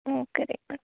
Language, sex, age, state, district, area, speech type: Kannada, female, 18-30, Karnataka, Gulbarga, urban, conversation